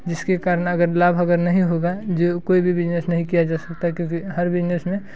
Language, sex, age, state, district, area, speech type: Hindi, male, 18-30, Bihar, Muzaffarpur, rural, spontaneous